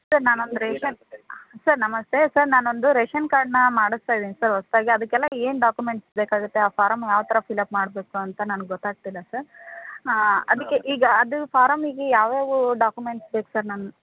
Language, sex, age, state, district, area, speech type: Kannada, female, 30-45, Karnataka, Koppal, rural, conversation